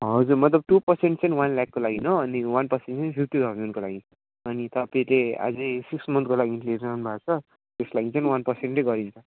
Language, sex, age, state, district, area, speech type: Nepali, male, 18-30, West Bengal, Alipurduar, urban, conversation